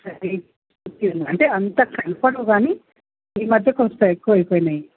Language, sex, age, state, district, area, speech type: Telugu, female, 60+, Telangana, Hyderabad, urban, conversation